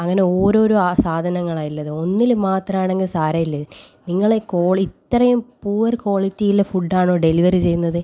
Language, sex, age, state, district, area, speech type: Malayalam, female, 18-30, Kerala, Kannur, rural, spontaneous